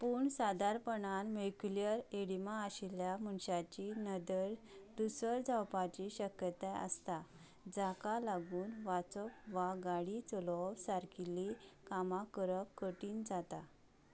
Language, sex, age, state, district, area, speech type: Goan Konkani, female, 18-30, Goa, Canacona, rural, read